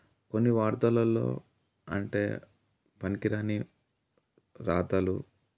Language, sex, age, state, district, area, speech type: Telugu, male, 30-45, Telangana, Yadadri Bhuvanagiri, rural, spontaneous